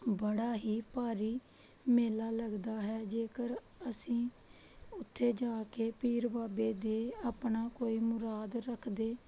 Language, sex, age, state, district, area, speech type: Punjabi, female, 30-45, Punjab, Pathankot, rural, spontaneous